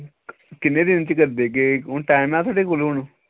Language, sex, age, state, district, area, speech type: Dogri, male, 18-30, Jammu and Kashmir, Samba, rural, conversation